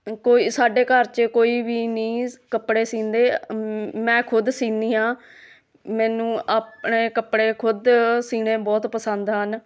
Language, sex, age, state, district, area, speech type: Punjabi, female, 30-45, Punjab, Hoshiarpur, rural, spontaneous